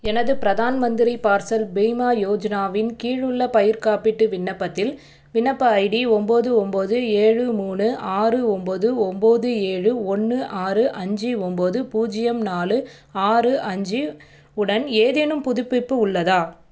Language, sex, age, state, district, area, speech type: Tamil, female, 30-45, Tamil Nadu, Chennai, urban, read